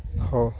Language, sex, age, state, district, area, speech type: Odia, male, 18-30, Odisha, Jagatsinghpur, urban, spontaneous